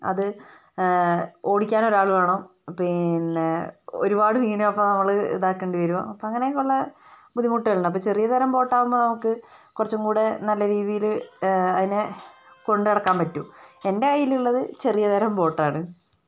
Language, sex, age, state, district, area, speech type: Malayalam, female, 30-45, Kerala, Wayanad, rural, spontaneous